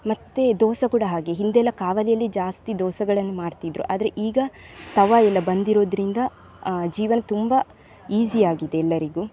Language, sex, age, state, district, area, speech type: Kannada, female, 18-30, Karnataka, Dakshina Kannada, urban, spontaneous